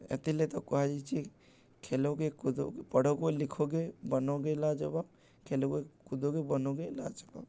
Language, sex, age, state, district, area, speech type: Odia, male, 18-30, Odisha, Balangir, urban, spontaneous